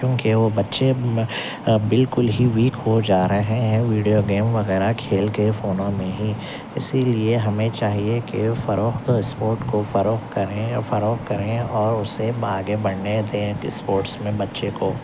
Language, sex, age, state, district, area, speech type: Urdu, male, 45-60, Telangana, Hyderabad, urban, spontaneous